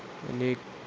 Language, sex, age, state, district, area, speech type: Marathi, male, 30-45, Maharashtra, Nanded, rural, spontaneous